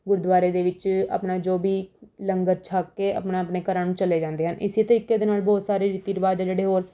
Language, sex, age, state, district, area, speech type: Punjabi, female, 18-30, Punjab, Rupnagar, urban, spontaneous